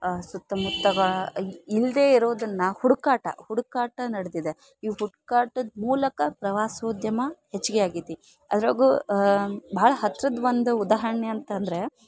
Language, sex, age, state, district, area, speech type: Kannada, female, 18-30, Karnataka, Dharwad, rural, spontaneous